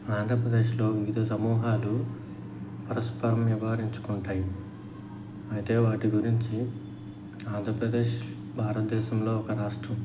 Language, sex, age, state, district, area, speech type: Telugu, male, 18-30, Andhra Pradesh, N T Rama Rao, urban, spontaneous